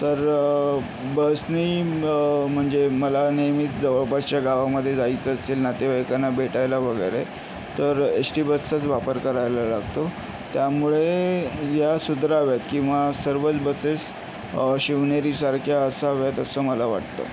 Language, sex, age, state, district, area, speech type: Marathi, male, 60+, Maharashtra, Yavatmal, urban, spontaneous